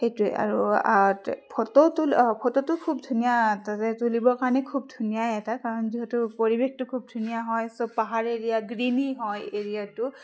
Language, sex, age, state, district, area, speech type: Assamese, female, 30-45, Assam, Udalguri, urban, spontaneous